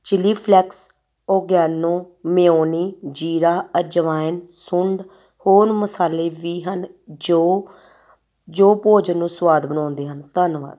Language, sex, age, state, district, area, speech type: Punjabi, female, 30-45, Punjab, Tarn Taran, rural, spontaneous